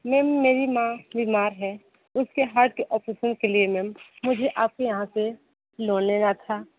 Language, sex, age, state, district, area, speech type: Hindi, female, 18-30, Uttar Pradesh, Sonbhadra, rural, conversation